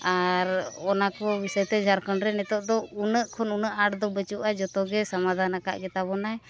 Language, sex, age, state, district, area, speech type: Santali, female, 30-45, Jharkhand, East Singhbhum, rural, spontaneous